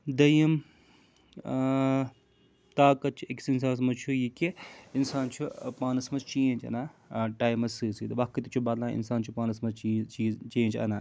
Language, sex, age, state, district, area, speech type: Kashmiri, male, 45-60, Jammu and Kashmir, Srinagar, urban, spontaneous